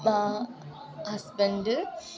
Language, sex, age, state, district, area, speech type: Malayalam, female, 18-30, Kerala, Kozhikode, rural, spontaneous